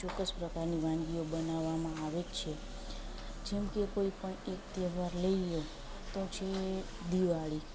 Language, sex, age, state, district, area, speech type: Gujarati, female, 30-45, Gujarat, Junagadh, rural, spontaneous